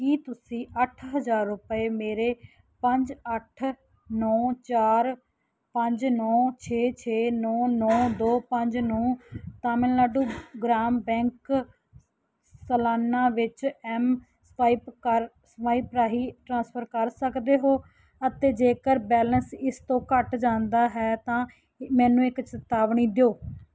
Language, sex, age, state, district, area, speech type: Punjabi, female, 30-45, Punjab, Mansa, urban, read